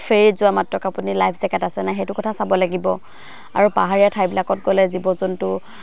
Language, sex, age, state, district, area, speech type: Assamese, female, 18-30, Assam, Dhemaji, urban, spontaneous